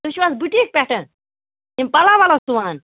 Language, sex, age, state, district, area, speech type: Kashmiri, female, 30-45, Jammu and Kashmir, Budgam, rural, conversation